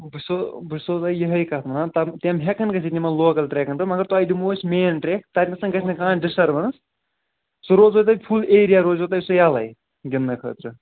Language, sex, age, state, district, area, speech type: Kashmiri, female, 30-45, Jammu and Kashmir, Srinagar, urban, conversation